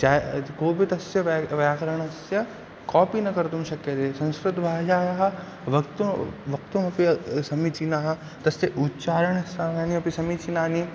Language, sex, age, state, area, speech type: Sanskrit, male, 18-30, Madhya Pradesh, rural, spontaneous